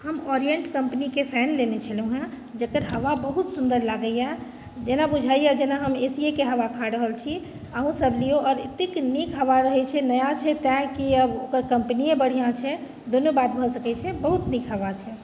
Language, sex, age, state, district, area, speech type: Maithili, female, 30-45, Bihar, Madhubani, rural, spontaneous